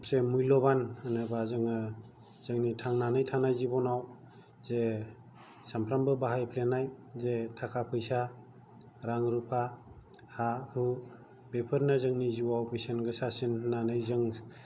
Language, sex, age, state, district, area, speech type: Bodo, male, 45-60, Assam, Kokrajhar, rural, spontaneous